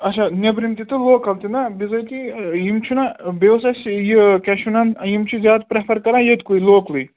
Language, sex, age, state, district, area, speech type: Kashmiri, male, 18-30, Jammu and Kashmir, Ganderbal, rural, conversation